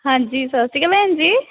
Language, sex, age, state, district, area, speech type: Punjabi, female, 45-60, Punjab, Jalandhar, urban, conversation